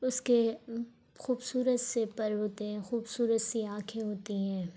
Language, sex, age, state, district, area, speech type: Urdu, female, 45-60, Uttar Pradesh, Lucknow, urban, spontaneous